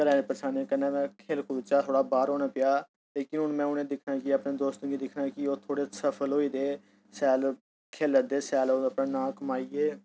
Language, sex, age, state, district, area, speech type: Dogri, male, 30-45, Jammu and Kashmir, Udhampur, urban, spontaneous